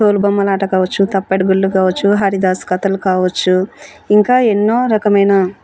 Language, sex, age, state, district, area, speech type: Telugu, female, 30-45, Andhra Pradesh, Kurnool, rural, spontaneous